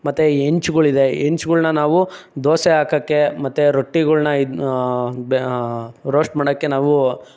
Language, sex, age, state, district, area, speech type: Kannada, male, 18-30, Karnataka, Chikkaballapur, rural, spontaneous